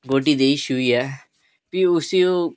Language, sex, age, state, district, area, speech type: Dogri, male, 18-30, Jammu and Kashmir, Reasi, rural, spontaneous